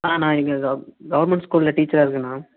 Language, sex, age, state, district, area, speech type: Tamil, male, 18-30, Tamil Nadu, Erode, urban, conversation